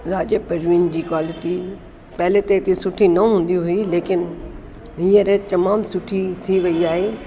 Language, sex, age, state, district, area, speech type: Sindhi, female, 60+, Delhi, South Delhi, urban, spontaneous